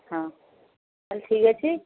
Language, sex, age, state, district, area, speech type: Odia, female, 60+, Odisha, Jharsuguda, rural, conversation